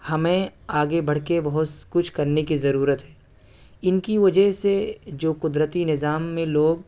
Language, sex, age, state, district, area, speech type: Urdu, male, 18-30, Delhi, South Delhi, urban, spontaneous